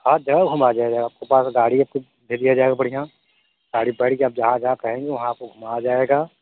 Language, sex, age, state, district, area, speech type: Hindi, male, 45-60, Uttar Pradesh, Mirzapur, rural, conversation